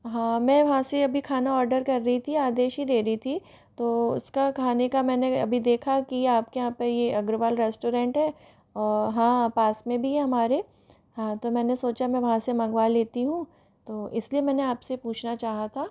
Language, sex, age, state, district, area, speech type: Hindi, female, 30-45, Rajasthan, Jodhpur, urban, spontaneous